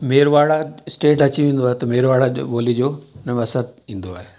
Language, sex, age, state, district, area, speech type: Sindhi, male, 60+, Rajasthan, Ajmer, urban, spontaneous